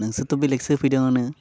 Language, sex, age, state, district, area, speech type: Bodo, male, 18-30, Assam, Baksa, rural, spontaneous